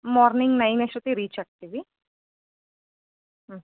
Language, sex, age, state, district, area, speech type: Kannada, female, 45-60, Karnataka, Chitradurga, rural, conversation